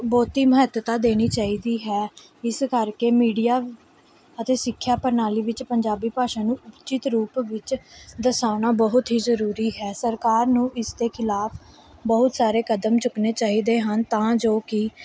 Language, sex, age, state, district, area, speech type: Punjabi, female, 18-30, Punjab, Pathankot, urban, spontaneous